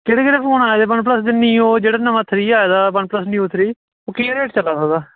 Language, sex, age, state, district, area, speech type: Dogri, male, 18-30, Jammu and Kashmir, Kathua, rural, conversation